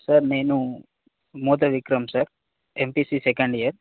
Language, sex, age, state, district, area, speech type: Telugu, male, 18-30, Telangana, Mancherial, rural, conversation